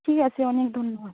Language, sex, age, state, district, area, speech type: Bengali, female, 30-45, West Bengal, Dakshin Dinajpur, urban, conversation